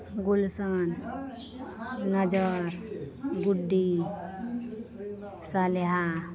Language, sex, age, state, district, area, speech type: Maithili, female, 30-45, Bihar, Madhepura, rural, spontaneous